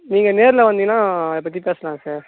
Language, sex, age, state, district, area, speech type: Tamil, male, 18-30, Tamil Nadu, Tiruvannamalai, rural, conversation